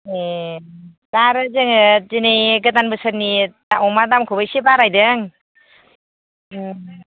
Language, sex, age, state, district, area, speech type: Bodo, female, 30-45, Assam, Baksa, rural, conversation